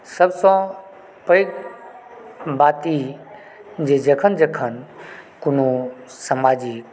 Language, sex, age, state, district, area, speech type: Maithili, male, 45-60, Bihar, Supaul, rural, spontaneous